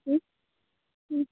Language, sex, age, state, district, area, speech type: Kannada, female, 18-30, Karnataka, Dharwad, rural, conversation